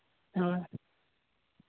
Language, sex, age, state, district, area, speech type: Santali, male, 18-30, Jharkhand, Seraikela Kharsawan, rural, conversation